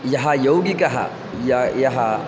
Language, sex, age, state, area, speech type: Sanskrit, male, 18-30, Madhya Pradesh, rural, spontaneous